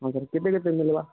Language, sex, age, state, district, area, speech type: Odia, male, 18-30, Odisha, Bargarh, rural, conversation